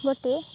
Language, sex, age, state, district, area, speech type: Odia, female, 18-30, Odisha, Balangir, urban, spontaneous